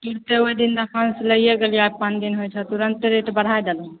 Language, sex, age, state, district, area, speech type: Maithili, female, 18-30, Bihar, Begusarai, urban, conversation